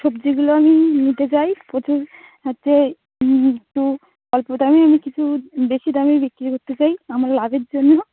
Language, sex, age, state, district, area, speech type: Bengali, female, 30-45, West Bengal, Dakshin Dinajpur, urban, conversation